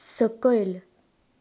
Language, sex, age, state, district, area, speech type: Goan Konkani, female, 18-30, Goa, Tiswadi, rural, read